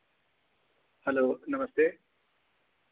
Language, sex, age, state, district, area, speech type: Dogri, male, 18-30, Jammu and Kashmir, Jammu, urban, conversation